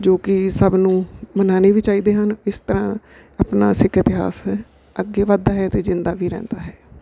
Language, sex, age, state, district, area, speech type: Punjabi, female, 45-60, Punjab, Bathinda, urban, spontaneous